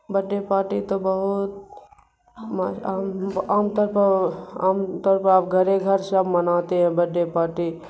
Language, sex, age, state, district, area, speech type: Urdu, female, 45-60, Bihar, Khagaria, rural, spontaneous